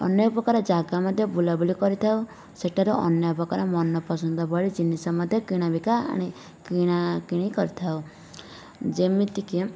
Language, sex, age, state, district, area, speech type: Odia, female, 30-45, Odisha, Nayagarh, rural, spontaneous